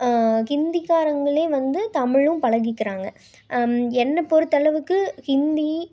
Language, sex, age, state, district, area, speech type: Tamil, female, 18-30, Tamil Nadu, Tiruppur, urban, spontaneous